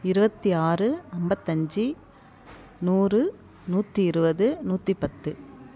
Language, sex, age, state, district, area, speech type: Tamil, female, 30-45, Tamil Nadu, Tiruvannamalai, rural, spontaneous